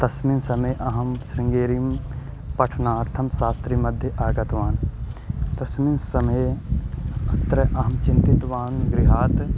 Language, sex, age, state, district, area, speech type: Sanskrit, male, 18-30, Madhya Pradesh, Katni, rural, spontaneous